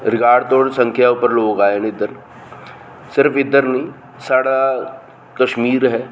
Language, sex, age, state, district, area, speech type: Dogri, male, 45-60, Jammu and Kashmir, Reasi, urban, spontaneous